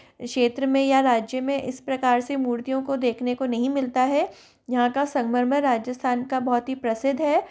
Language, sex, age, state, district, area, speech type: Hindi, female, 30-45, Rajasthan, Jodhpur, urban, spontaneous